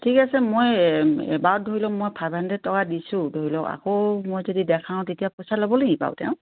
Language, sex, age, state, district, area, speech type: Assamese, female, 60+, Assam, Dibrugarh, rural, conversation